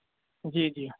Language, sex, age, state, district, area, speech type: Urdu, male, 45-60, Uttar Pradesh, Lucknow, urban, conversation